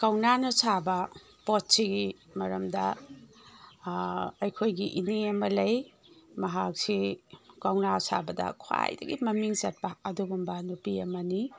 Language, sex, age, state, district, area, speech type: Manipuri, female, 60+, Manipur, Imphal East, rural, spontaneous